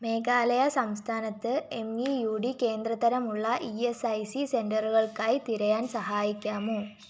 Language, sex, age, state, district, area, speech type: Malayalam, female, 18-30, Kerala, Kollam, rural, read